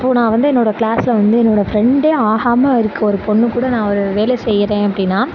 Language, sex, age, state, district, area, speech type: Tamil, female, 18-30, Tamil Nadu, Sivaganga, rural, spontaneous